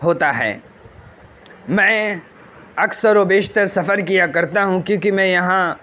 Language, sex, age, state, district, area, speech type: Urdu, male, 18-30, Uttar Pradesh, Gautam Buddha Nagar, urban, spontaneous